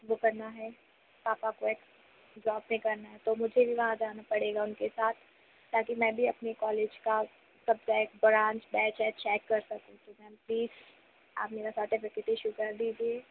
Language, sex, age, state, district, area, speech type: Hindi, female, 18-30, Madhya Pradesh, Jabalpur, urban, conversation